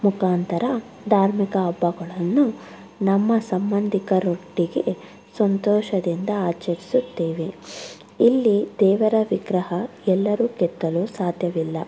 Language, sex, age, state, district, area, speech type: Kannada, female, 18-30, Karnataka, Davanagere, rural, spontaneous